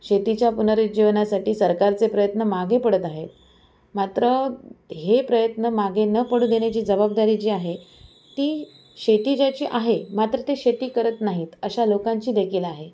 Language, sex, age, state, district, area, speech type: Marathi, female, 18-30, Maharashtra, Sindhudurg, rural, spontaneous